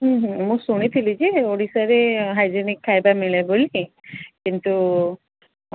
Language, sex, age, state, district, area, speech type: Odia, female, 45-60, Odisha, Sundergarh, rural, conversation